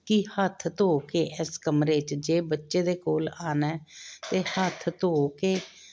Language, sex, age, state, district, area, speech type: Punjabi, female, 45-60, Punjab, Jalandhar, urban, spontaneous